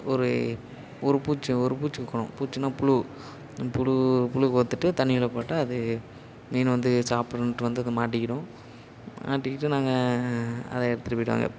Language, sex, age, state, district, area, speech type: Tamil, male, 18-30, Tamil Nadu, Nagapattinam, rural, spontaneous